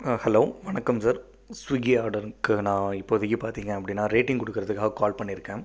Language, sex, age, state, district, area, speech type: Tamil, male, 30-45, Tamil Nadu, Pudukkottai, rural, spontaneous